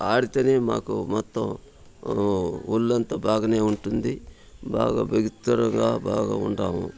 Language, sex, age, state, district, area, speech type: Telugu, male, 60+, Andhra Pradesh, Sri Balaji, rural, spontaneous